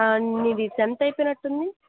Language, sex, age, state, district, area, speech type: Telugu, female, 60+, Andhra Pradesh, Krishna, urban, conversation